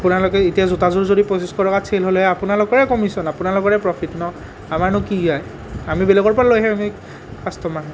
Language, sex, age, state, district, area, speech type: Assamese, male, 18-30, Assam, Nalbari, rural, spontaneous